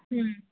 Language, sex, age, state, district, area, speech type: Santali, female, 18-30, West Bengal, Birbhum, rural, conversation